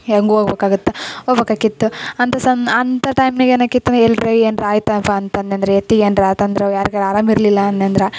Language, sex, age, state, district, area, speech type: Kannada, female, 18-30, Karnataka, Koppal, rural, spontaneous